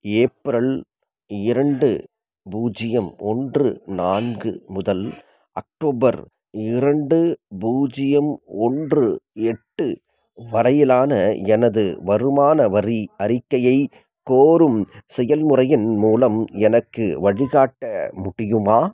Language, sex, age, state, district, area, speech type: Tamil, male, 30-45, Tamil Nadu, Salem, rural, read